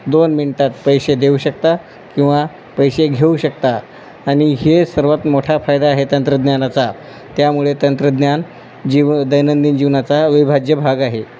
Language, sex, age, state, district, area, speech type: Marathi, male, 45-60, Maharashtra, Nanded, rural, spontaneous